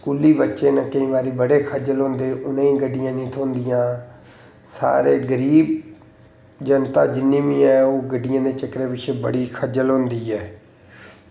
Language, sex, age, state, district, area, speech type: Dogri, male, 30-45, Jammu and Kashmir, Reasi, rural, spontaneous